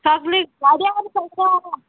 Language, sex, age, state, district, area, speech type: Goan Konkani, female, 18-30, Goa, Murmgao, rural, conversation